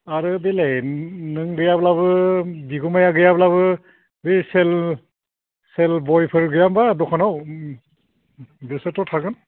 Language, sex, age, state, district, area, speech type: Bodo, male, 45-60, Assam, Baksa, urban, conversation